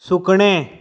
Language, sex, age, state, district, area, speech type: Goan Konkani, male, 30-45, Goa, Canacona, rural, read